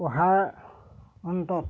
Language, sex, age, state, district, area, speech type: Assamese, male, 60+, Assam, Golaghat, rural, spontaneous